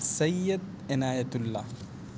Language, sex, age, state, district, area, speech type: Urdu, male, 18-30, Delhi, South Delhi, urban, spontaneous